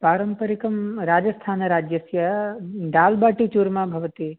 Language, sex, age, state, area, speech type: Sanskrit, male, 18-30, Delhi, urban, conversation